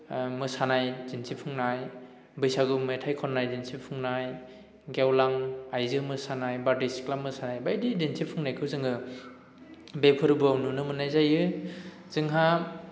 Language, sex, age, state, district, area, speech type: Bodo, male, 18-30, Assam, Udalguri, rural, spontaneous